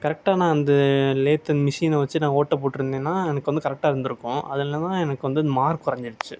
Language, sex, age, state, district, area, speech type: Tamil, male, 18-30, Tamil Nadu, Sivaganga, rural, spontaneous